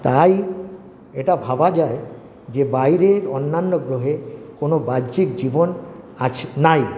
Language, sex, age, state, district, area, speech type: Bengali, male, 60+, West Bengal, Paschim Bardhaman, rural, spontaneous